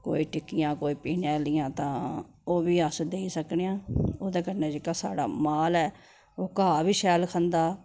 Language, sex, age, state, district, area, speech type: Dogri, female, 45-60, Jammu and Kashmir, Udhampur, urban, spontaneous